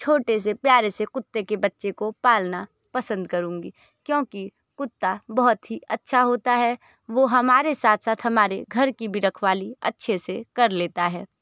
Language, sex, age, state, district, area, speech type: Hindi, female, 45-60, Uttar Pradesh, Sonbhadra, rural, spontaneous